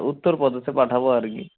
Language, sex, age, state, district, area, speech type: Bengali, male, 30-45, West Bengal, Hooghly, urban, conversation